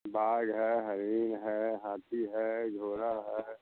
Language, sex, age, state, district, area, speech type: Hindi, male, 60+, Bihar, Samastipur, urban, conversation